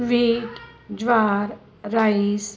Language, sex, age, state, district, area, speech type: Marathi, female, 45-60, Maharashtra, Osmanabad, rural, spontaneous